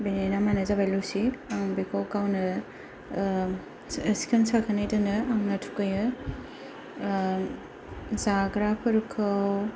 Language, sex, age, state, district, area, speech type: Bodo, female, 30-45, Assam, Kokrajhar, rural, spontaneous